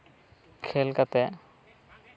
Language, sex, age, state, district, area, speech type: Santali, male, 18-30, West Bengal, Purba Bardhaman, rural, spontaneous